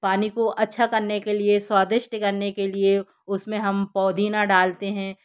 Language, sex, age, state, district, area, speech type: Hindi, female, 60+, Madhya Pradesh, Jabalpur, urban, spontaneous